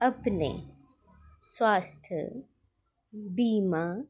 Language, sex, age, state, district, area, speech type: Dogri, female, 30-45, Jammu and Kashmir, Jammu, urban, read